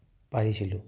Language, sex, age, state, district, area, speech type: Assamese, male, 30-45, Assam, Morigaon, rural, spontaneous